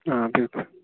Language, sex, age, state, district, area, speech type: Kashmiri, male, 30-45, Jammu and Kashmir, Bandipora, rural, conversation